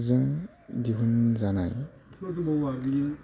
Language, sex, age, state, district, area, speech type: Bodo, male, 18-30, Assam, Udalguri, rural, spontaneous